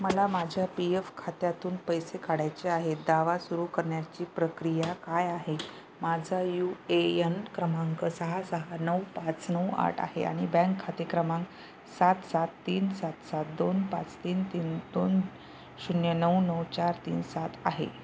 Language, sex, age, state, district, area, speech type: Marathi, female, 30-45, Maharashtra, Nanded, rural, read